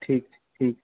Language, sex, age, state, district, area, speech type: Maithili, male, 18-30, Bihar, Purnia, urban, conversation